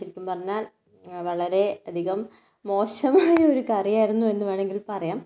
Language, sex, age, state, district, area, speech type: Malayalam, female, 18-30, Kerala, Kannur, rural, spontaneous